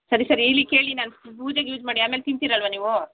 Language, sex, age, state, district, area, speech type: Kannada, female, 30-45, Karnataka, Mandya, rural, conversation